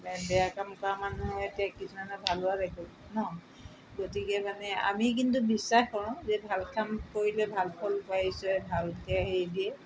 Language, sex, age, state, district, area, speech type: Assamese, female, 60+, Assam, Tinsukia, rural, spontaneous